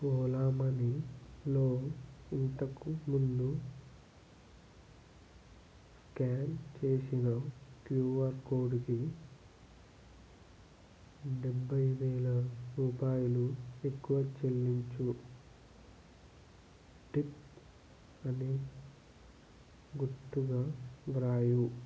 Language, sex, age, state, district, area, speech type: Telugu, male, 18-30, Telangana, Nirmal, rural, read